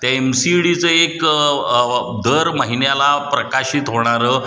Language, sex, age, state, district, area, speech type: Marathi, male, 45-60, Maharashtra, Satara, urban, spontaneous